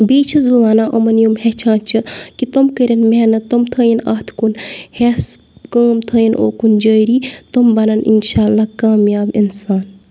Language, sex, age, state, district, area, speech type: Kashmiri, female, 30-45, Jammu and Kashmir, Bandipora, rural, spontaneous